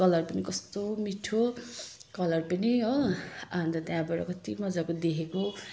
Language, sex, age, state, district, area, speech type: Nepali, female, 45-60, West Bengal, Jalpaiguri, rural, spontaneous